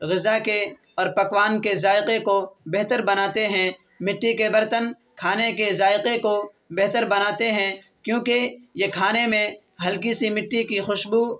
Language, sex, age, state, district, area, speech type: Urdu, male, 18-30, Bihar, Purnia, rural, spontaneous